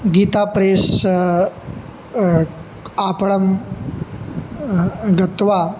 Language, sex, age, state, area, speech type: Sanskrit, male, 18-30, Uttar Pradesh, rural, spontaneous